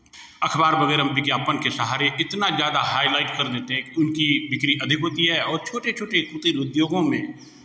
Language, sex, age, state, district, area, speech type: Hindi, male, 60+, Bihar, Begusarai, urban, spontaneous